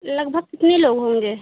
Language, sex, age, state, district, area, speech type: Hindi, female, 45-60, Uttar Pradesh, Lucknow, rural, conversation